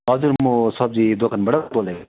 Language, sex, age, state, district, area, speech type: Nepali, male, 60+, West Bengal, Darjeeling, rural, conversation